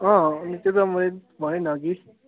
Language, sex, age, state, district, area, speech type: Nepali, male, 18-30, West Bengal, Kalimpong, rural, conversation